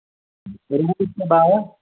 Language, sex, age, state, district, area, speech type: Kashmiri, male, 45-60, Jammu and Kashmir, Anantnag, rural, conversation